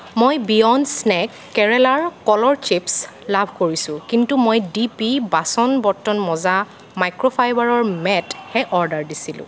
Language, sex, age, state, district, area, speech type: Assamese, female, 18-30, Assam, Nagaon, rural, read